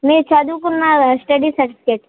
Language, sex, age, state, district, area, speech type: Telugu, male, 18-30, Andhra Pradesh, Srikakulam, urban, conversation